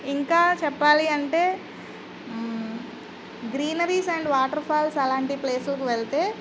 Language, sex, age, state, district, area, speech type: Telugu, female, 45-60, Andhra Pradesh, Eluru, urban, spontaneous